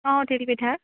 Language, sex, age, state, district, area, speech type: Assamese, female, 18-30, Assam, Dibrugarh, rural, conversation